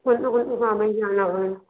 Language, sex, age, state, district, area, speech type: Marathi, female, 18-30, Maharashtra, Nagpur, urban, conversation